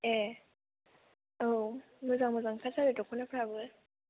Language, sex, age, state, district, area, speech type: Bodo, female, 18-30, Assam, Kokrajhar, rural, conversation